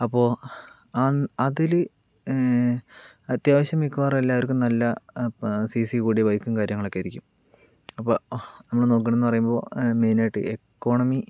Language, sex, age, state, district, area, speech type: Malayalam, male, 18-30, Kerala, Palakkad, rural, spontaneous